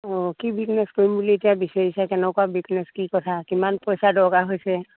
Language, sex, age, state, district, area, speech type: Assamese, female, 60+, Assam, Dibrugarh, rural, conversation